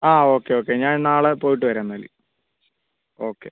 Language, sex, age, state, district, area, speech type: Malayalam, female, 18-30, Kerala, Wayanad, rural, conversation